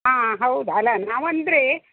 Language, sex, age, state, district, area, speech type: Kannada, female, 60+, Karnataka, Udupi, rural, conversation